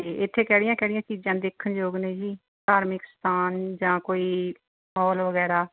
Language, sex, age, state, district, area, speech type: Punjabi, female, 60+, Punjab, Barnala, rural, conversation